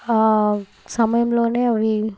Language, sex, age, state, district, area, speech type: Telugu, female, 18-30, Telangana, Mancherial, rural, spontaneous